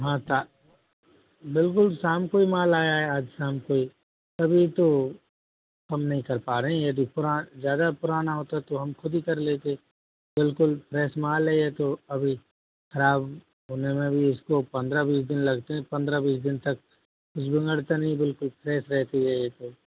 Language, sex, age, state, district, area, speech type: Hindi, male, 18-30, Rajasthan, Jodhpur, rural, conversation